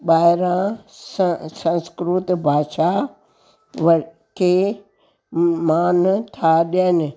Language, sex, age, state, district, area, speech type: Sindhi, female, 60+, Gujarat, Surat, urban, spontaneous